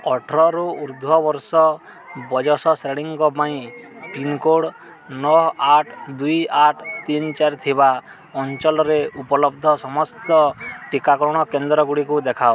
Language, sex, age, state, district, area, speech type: Odia, male, 18-30, Odisha, Balangir, urban, read